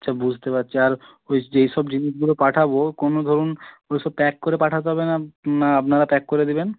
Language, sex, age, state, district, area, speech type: Bengali, male, 18-30, West Bengal, Hooghly, urban, conversation